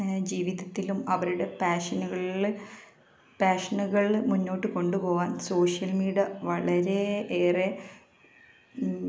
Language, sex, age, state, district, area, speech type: Malayalam, female, 18-30, Kerala, Malappuram, rural, spontaneous